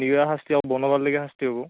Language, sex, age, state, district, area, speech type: Assamese, male, 18-30, Assam, Darrang, rural, conversation